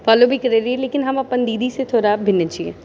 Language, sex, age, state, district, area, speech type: Maithili, female, 30-45, Bihar, Purnia, rural, spontaneous